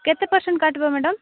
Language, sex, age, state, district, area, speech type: Odia, female, 18-30, Odisha, Nabarangpur, urban, conversation